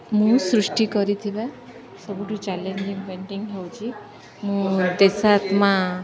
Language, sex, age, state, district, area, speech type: Odia, female, 30-45, Odisha, Sundergarh, urban, spontaneous